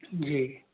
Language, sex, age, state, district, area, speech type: Hindi, male, 60+, Rajasthan, Jaipur, urban, conversation